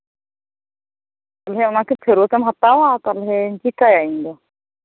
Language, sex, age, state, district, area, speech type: Santali, female, 30-45, West Bengal, Birbhum, rural, conversation